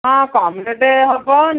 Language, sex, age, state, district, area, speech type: Odia, female, 60+, Odisha, Angul, rural, conversation